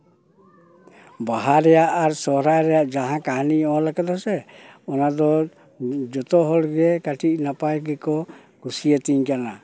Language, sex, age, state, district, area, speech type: Santali, male, 60+, West Bengal, Purulia, rural, spontaneous